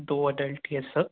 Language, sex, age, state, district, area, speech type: Hindi, male, 18-30, Madhya Pradesh, Jabalpur, urban, conversation